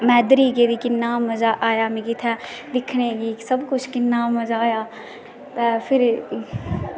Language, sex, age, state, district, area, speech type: Dogri, female, 18-30, Jammu and Kashmir, Kathua, rural, spontaneous